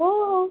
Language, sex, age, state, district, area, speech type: Marathi, female, 30-45, Maharashtra, Akola, rural, conversation